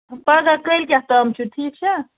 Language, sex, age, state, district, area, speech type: Kashmiri, female, 30-45, Jammu and Kashmir, Budgam, rural, conversation